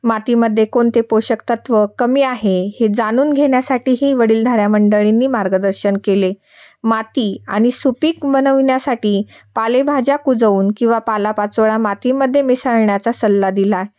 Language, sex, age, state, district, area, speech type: Marathi, female, 30-45, Maharashtra, Nashik, urban, spontaneous